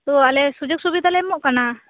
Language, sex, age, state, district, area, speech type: Santali, female, 18-30, West Bengal, Purba Bardhaman, rural, conversation